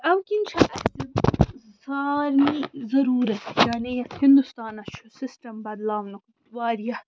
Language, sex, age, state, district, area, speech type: Kashmiri, female, 45-60, Jammu and Kashmir, Srinagar, urban, spontaneous